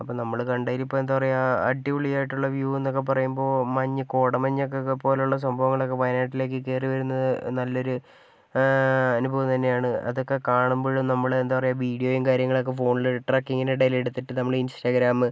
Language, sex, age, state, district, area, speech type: Malayalam, male, 45-60, Kerala, Wayanad, rural, spontaneous